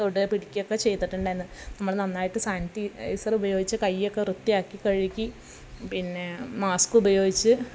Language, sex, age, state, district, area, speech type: Malayalam, female, 45-60, Kerala, Malappuram, rural, spontaneous